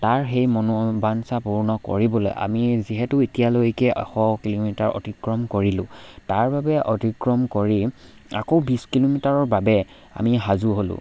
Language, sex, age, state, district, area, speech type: Assamese, male, 18-30, Assam, Charaideo, rural, spontaneous